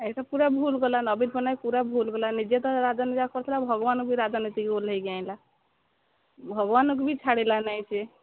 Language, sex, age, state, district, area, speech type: Odia, female, 30-45, Odisha, Jagatsinghpur, rural, conversation